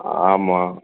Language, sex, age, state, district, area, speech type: Tamil, male, 60+, Tamil Nadu, Thoothukudi, rural, conversation